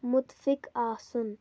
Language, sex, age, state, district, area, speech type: Kashmiri, female, 30-45, Jammu and Kashmir, Shopian, urban, read